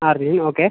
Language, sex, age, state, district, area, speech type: Malayalam, male, 18-30, Kerala, Kasaragod, rural, conversation